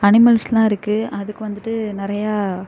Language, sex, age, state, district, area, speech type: Tamil, female, 30-45, Tamil Nadu, Ariyalur, rural, spontaneous